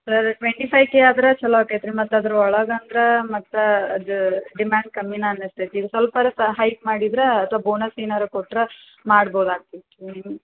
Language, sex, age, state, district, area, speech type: Kannada, female, 18-30, Karnataka, Dharwad, rural, conversation